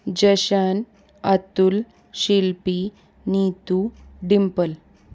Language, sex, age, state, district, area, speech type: Hindi, female, 45-60, Rajasthan, Jaipur, urban, spontaneous